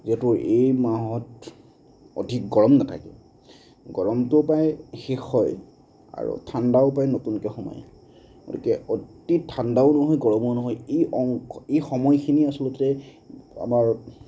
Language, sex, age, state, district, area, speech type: Assamese, male, 30-45, Assam, Nagaon, rural, spontaneous